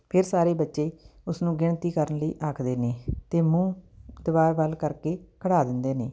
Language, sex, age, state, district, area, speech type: Punjabi, female, 45-60, Punjab, Fatehgarh Sahib, urban, spontaneous